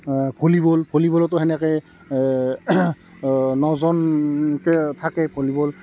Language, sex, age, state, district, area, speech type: Assamese, male, 30-45, Assam, Barpeta, rural, spontaneous